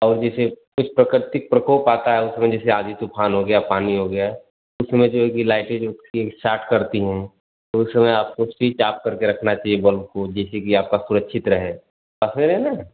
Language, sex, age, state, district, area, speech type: Hindi, male, 30-45, Uttar Pradesh, Azamgarh, rural, conversation